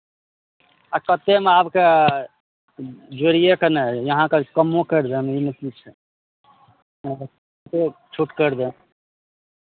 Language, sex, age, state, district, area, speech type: Maithili, male, 45-60, Bihar, Madhepura, rural, conversation